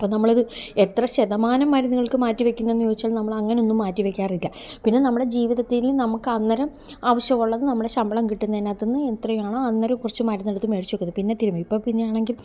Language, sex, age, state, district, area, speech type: Malayalam, female, 45-60, Kerala, Alappuzha, rural, spontaneous